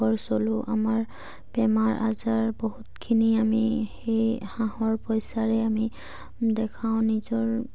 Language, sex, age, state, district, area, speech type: Assamese, female, 18-30, Assam, Charaideo, rural, spontaneous